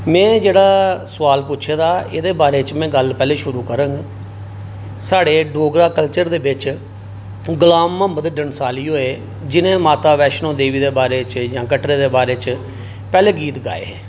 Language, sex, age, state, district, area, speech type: Dogri, male, 45-60, Jammu and Kashmir, Reasi, urban, spontaneous